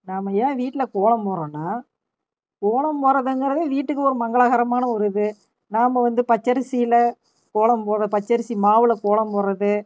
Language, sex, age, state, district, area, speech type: Tamil, female, 45-60, Tamil Nadu, Namakkal, rural, spontaneous